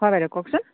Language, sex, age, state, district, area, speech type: Assamese, female, 30-45, Assam, Dibrugarh, rural, conversation